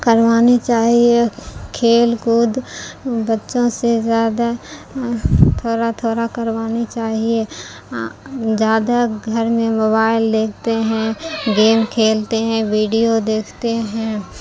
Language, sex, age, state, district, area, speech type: Urdu, female, 30-45, Bihar, Khagaria, rural, spontaneous